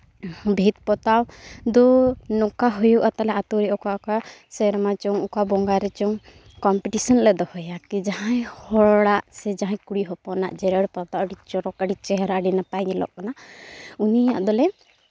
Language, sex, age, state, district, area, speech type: Santali, female, 30-45, Jharkhand, Seraikela Kharsawan, rural, spontaneous